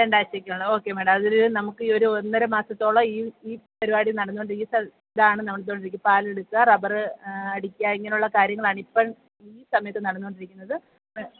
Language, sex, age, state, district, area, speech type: Malayalam, female, 30-45, Kerala, Kottayam, urban, conversation